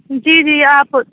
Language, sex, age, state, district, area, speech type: Urdu, female, 30-45, Uttar Pradesh, Aligarh, rural, conversation